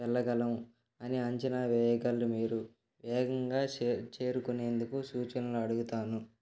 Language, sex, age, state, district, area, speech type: Telugu, male, 18-30, Andhra Pradesh, Nellore, rural, spontaneous